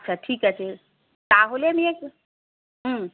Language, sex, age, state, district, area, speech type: Bengali, female, 30-45, West Bengal, Darjeeling, rural, conversation